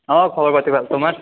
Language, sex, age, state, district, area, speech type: Assamese, male, 30-45, Assam, Biswanath, rural, conversation